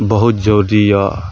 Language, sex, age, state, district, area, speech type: Maithili, male, 30-45, Bihar, Madhepura, urban, spontaneous